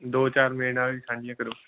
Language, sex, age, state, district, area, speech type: Punjabi, male, 18-30, Punjab, Moga, rural, conversation